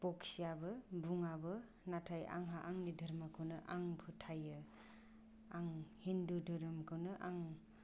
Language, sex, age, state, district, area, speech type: Bodo, female, 18-30, Assam, Kokrajhar, rural, spontaneous